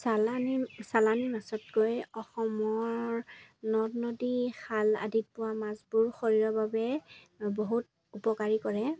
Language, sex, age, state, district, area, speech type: Assamese, female, 30-45, Assam, Golaghat, rural, spontaneous